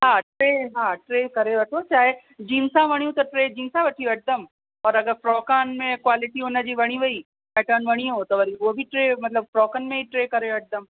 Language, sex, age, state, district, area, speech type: Sindhi, female, 30-45, Uttar Pradesh, Lucknow, urban, conversation